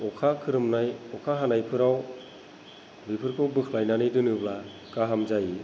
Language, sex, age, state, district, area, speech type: Bodo, female, 45-60, Assam, Kokrajhar, rural, spontaneous